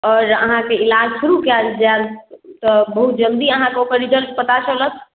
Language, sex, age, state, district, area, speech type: Maithili, female, 18-30, Bihar, Darbhanga, rural, conversation